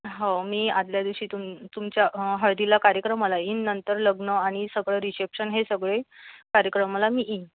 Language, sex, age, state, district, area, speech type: Marathi, female, 18-30, Maharashtra, Thane, rural, conversation